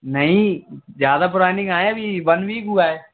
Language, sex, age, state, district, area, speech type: Hindi, male, 30-45, Madhya Pradesh, Gwalior, urban, conversation